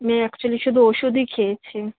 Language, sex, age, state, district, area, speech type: Bengali, female, 18-30, West Bengal, Kolkata, urban, conversation